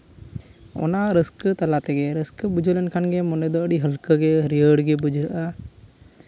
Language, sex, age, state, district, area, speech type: Santali, male, 30-45, Jharkhand, East Singhbhum, rural, spontaneous